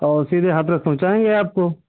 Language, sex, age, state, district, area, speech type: Hindi, male, 60+, Uttar Pradesh, Ayodhya, rural, conversation